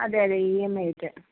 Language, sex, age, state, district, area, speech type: Malayalam, female, 45-60, Kerala, Kozhikode, urban, conversation